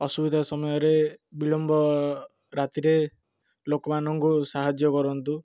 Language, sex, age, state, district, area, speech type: Odia, male, 18-30, Odisha, Ganjam, urban, spontaneous